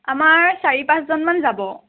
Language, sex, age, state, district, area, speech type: Assamese, male, 18-30, Assam, Morigaon, rural, conversation